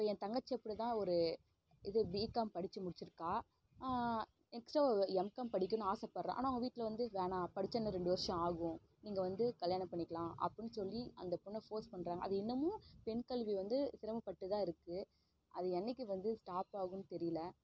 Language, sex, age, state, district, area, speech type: Tamil, female, 18-30, Tamil Nadu, Kallakurichi, rural, spontaneous